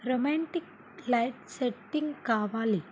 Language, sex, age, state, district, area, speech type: Telugu, female, 18-30, Telangana, Nalgonda, rural, read